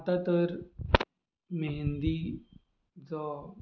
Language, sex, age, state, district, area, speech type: Goan Konkani, male, 18-30, Goa, Ponda, rural, spontaneous